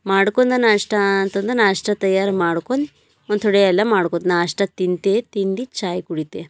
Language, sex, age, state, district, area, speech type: Kannada, female, 18-30, Karnataka, Bidar, urban, spontaneous